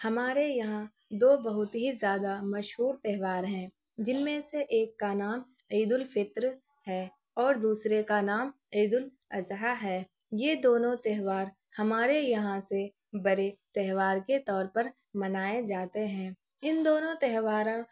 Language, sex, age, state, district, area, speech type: Urdu, female, 18-30, Bihar, Araria, rural, spontaneous